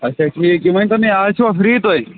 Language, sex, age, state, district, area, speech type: Kashmiri, male, 30-45, Jammu and Kashmir, Bandipora, rural, conversation